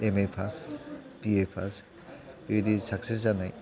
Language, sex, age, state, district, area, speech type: Bodo, male, 45-60, Assam, Chirang, urban, spontaneous